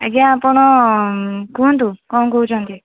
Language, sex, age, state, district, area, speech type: Odia, female, 18-30, Odisha, Jajpur, rural, conversation